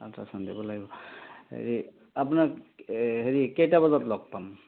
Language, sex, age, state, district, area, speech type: Assamese, male, 30-45, Assam, Sonitpur, rural, conversation